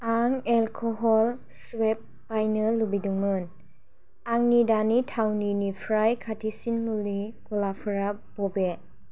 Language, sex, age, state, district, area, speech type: Bodo, female, 45-60, Assam, Chirang, rural, read